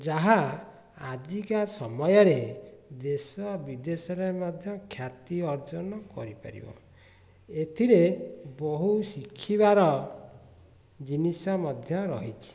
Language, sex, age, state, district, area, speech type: Odia, male, 45-60, Odisha, Dhenkanal, rural, spontaneous